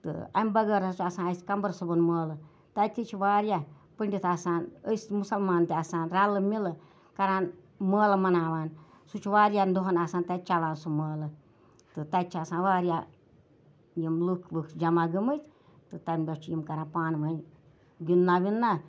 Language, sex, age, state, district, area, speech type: Kashmiri, female, 60+, Jammu and Kashmir, Ganderbal, rural, spontaneous